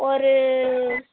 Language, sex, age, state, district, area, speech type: Tamil, female, 18-30, Tamil Nadu, Erode, rural, conversation